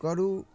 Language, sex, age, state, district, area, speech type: Maithili, male, 30-45, Bihar, Darbhanga, rural, spontaneous